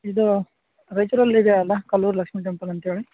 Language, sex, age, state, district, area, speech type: Kannada, male, 30-45, Karnataka, Raichur, rural, conversation